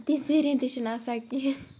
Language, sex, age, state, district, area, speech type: Kashmiri, female, 18-30, Jammu and Kashmir, Baramulla, rural, spontaneous